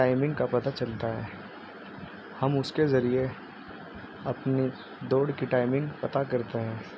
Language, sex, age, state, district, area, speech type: Urdu, male, 30-45, Uttar Pradesh, Muzaffarnagar, urban, spontaneous